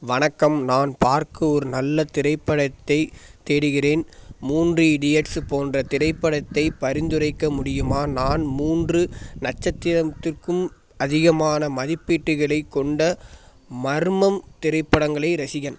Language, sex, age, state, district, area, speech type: Tamil, male, 18-30, Tamil Nadu, Thanjavur, rural, read